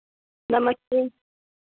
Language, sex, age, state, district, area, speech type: Hindi, female, 30-45, Uttar Pradesh, Pratapgarh, rural, conversation